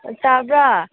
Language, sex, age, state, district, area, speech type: Manipuri, female, 18-30, Manipur, Chandel, rural, conversation